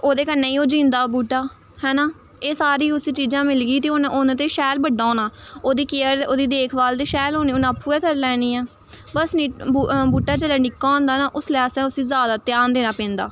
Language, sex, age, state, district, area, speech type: Dogri, female, 18-30, Jammu and Kashmir, Samba, rural, spontaneous